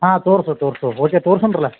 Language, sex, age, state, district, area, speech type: Kannada, male, 45-60, Karnataka, Belgaum, rural, conversation